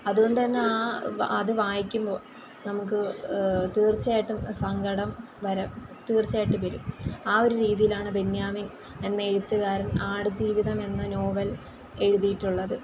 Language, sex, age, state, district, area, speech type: Malayalam, female, 18-30, Kerala, Kollam, rural, spontaneous